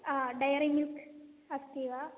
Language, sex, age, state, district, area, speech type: Sanskrit, female, 18-30, Kerala, Malappuram, urban, conversation